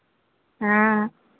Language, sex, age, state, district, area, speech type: Hindi, female, 60+, Uttar Pradesh, Sitapur, rural, conversation